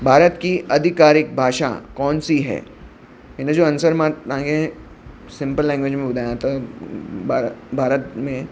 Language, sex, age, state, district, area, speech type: Sindhi, male, 30-45, Maharashtra, Mumbai Suburban, urban, spontaneous